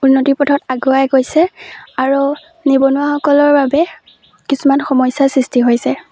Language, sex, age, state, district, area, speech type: Assamese, female, 18-30, Assam, Lakhimpur, rural, spontaneous